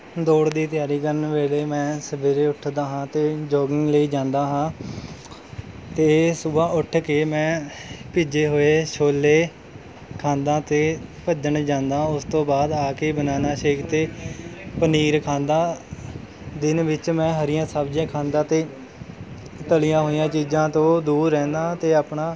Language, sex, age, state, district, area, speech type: Punjabi, male, 18-30, Punjab, Mohali, rural, spontaneous